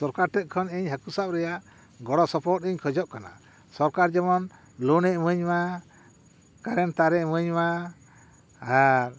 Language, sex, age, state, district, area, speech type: Santali, male, 60+, West Bengal, Paschim Bardhaman, rural, spontaneous